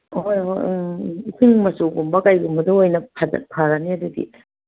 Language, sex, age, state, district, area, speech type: Manipuri, female, 60+, Manipur, Kangpokpi, urban, conversation